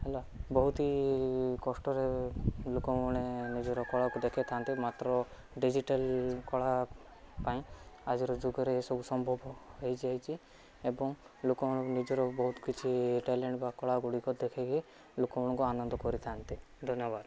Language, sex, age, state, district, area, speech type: Odia, male, 18-30, Odisha, Rayagada, urban, spontaneous